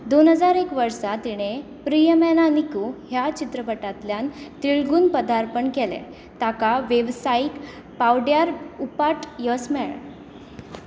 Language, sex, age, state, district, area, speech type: Goan Konkani, female, 18-30, Goa, Tiswadi, rural, read